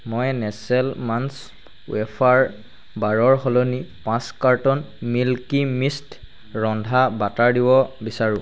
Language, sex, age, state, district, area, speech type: Assamese, male, 45-60, Assam, Charaideo, rural, read